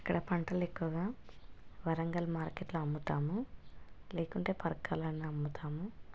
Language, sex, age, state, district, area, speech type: Telugu, female, 30-45, Telangana, Hanamkonda, rural, spontaneous